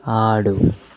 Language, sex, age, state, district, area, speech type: Telugu, male, 18-30, Andhra Pradesh, Chittoor, rural, read